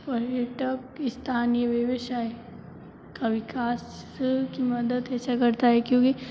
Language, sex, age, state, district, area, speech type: Hindi, female, 30-45, Rajasthan, Jodhpur, urban, spontaneous